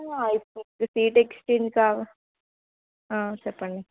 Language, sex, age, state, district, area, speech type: Telugu, female, 18-30, Telangana, Hanamkonda, rural, conversation